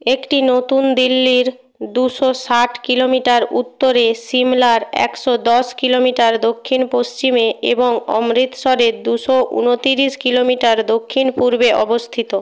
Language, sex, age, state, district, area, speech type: Bengali, female, 18-30, West Bengal, Purba Medinipur, rural, read